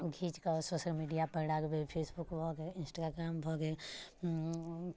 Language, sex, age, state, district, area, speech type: Maithili, female, 18-30, Bihar, Muzaffarpur, urban, spontaneous